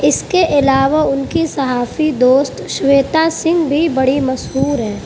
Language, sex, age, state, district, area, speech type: Urdu, female, 18-30, Uttar Pradesh, Mau, urban, spontaneous